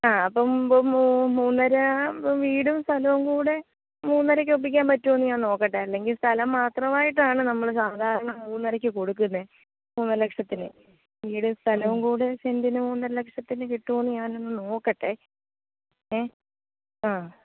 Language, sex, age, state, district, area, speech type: Malayalam, female, 18-30, Kerala, Kottayam, rural, conversation